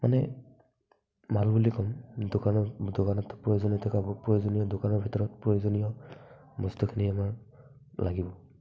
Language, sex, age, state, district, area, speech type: Assamese, male, 18-30, Assam, Barpeta, rural, spontaneous